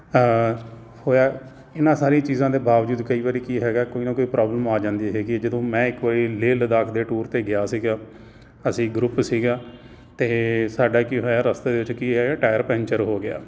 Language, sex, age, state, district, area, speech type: Punjabi, male, 45-60, Punjab, Jalandhar, urban, spontaneous